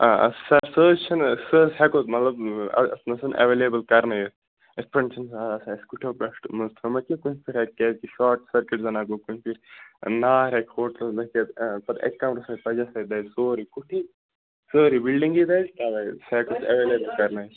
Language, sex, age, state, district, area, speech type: Kashmiri, male, 18-30, Jammu and Kashmir, Baramulla, rural, conversation